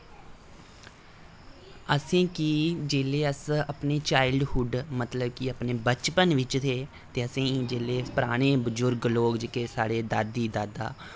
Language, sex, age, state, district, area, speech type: Dogri, male, 18-30, Jammu and Kashmir, Reasi, rural, spontaneous